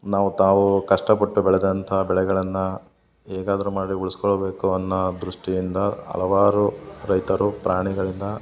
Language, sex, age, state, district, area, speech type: Kannada, male, 30-45, Karnataka, Hassan, rural, spontaneous